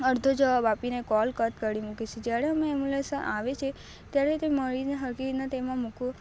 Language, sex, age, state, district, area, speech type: Gujarati, female, 18-30, Gujarat, Narmada, rural, spontaneous